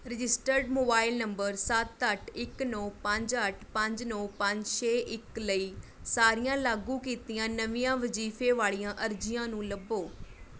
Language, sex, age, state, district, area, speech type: Punjabi, female, 18-30, Punjab, Mohali, rural, read